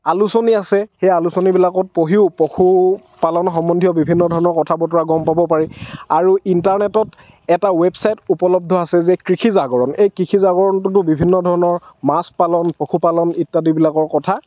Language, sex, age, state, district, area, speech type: Assamese, male, 45-60, Assam, Dhemaji, rural, spontaneous